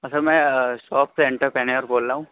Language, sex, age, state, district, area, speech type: Urdu, male, 30-45, Uttar Pradesh, Lucknow, urban, conversation